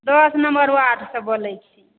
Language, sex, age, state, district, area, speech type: Maithili, female, 30-45, Bihar, Supaul, rural, conversation